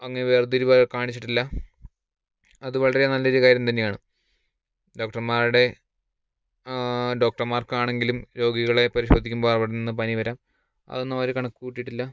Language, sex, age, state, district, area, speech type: Malayalam, male, 30-45, Kerala, Idukki, rural, spontaneous